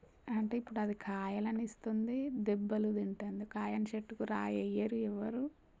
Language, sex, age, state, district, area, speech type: Telugu, female, 30-45, Telangana, Warangal, rural, spontaneous